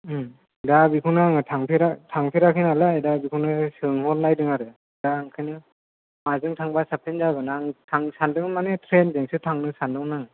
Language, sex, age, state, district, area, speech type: Bodo, male, 30-45, Assam, Kokrajhar, rural, conversation